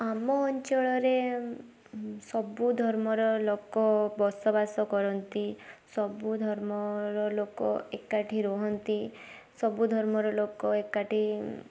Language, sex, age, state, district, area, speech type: Odia, female, 18-30, Odisha, Balasore, rural, spontaneous